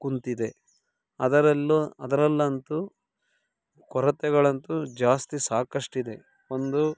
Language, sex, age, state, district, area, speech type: Kannada, male, 30-45, Karnataka, Mandya, rural, spontaneous